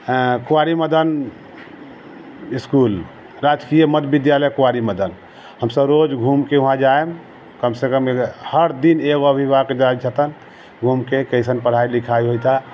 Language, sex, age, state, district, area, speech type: Maithili, male, 45-60, Bihar, Sitamarhi, rural, spontaneous